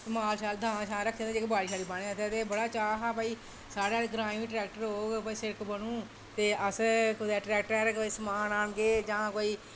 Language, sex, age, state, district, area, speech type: Dogri, female, 45-60, Jammu and Kashmir, Reasi, rural, spontaneous